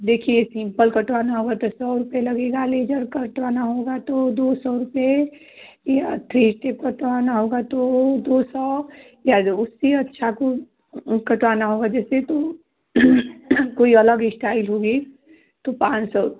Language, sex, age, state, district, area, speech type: Hindi, female, 18-30, Uttar Pradesh, Chandauli, rural, conversation